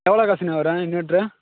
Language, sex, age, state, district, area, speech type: Tamil, male, 18-30, Tamil Nadu, Madurai, rural, conversation